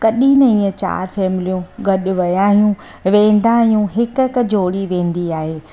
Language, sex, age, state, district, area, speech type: Sindhi, female, 30-45, Gujarat, Surat, urban, spontaneous